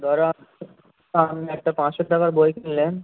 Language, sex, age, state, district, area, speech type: Bengali, male, 18-30, West Bengal, Uttar Dinajpur, urban, conversation